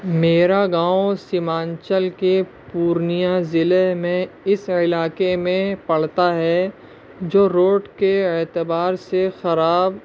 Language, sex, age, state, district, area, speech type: Urdu, male, 18-30, Bihar, Purnia, rural, spontaneous